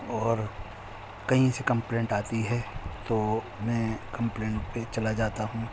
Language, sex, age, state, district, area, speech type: Urdu, male, 45-60, Delhi, Central Delhi, urban, spontaneous